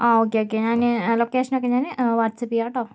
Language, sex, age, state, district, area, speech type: Malayalam, female, 30-45, Kerala, Kozhikode, urban, spontaneous